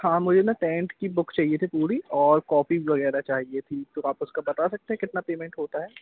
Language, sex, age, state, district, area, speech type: Hindi, male, 18-30, Madhya Pradesh, Jabalpur, urban, conversation